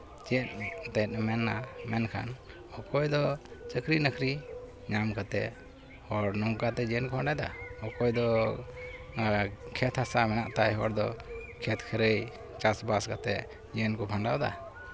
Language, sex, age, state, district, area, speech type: Santali, male, 45-60, West Bengal, Malda, rural, spontaneous